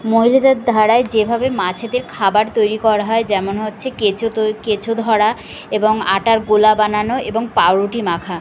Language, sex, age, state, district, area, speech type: Bengali, female, 30-45, West Bengal, Kolkata, urban, spontaneous